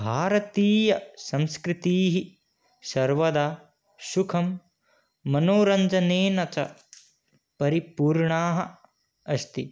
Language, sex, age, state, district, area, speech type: Sanskrit, male, 18-30, Manipur, Kangpokpi, rural, spontaneous